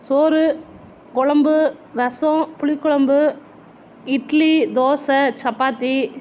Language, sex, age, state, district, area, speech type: Tamil, female, 60+, Tamil Nadu, Mayiladuthurai, urban, spontaneous